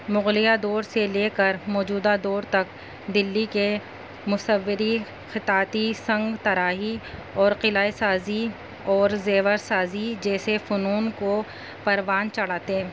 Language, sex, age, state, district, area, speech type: Urdu, female, 30-45, Delhi, North East Delhi, urban, spontaneous